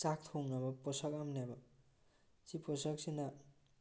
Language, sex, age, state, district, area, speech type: Manipuri, male, 18-30, Manipur, Tengnoupal, rural, spontaneous